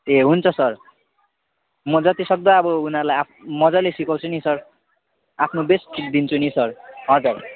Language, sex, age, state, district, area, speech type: Nepali, male, 18-30, West Bengal, Kalimpong, rural, conversation